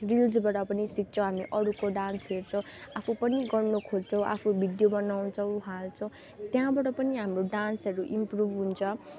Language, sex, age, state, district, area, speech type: Nepali, female, 30-45, West Bengal, Darjeeling, rural, spontaneous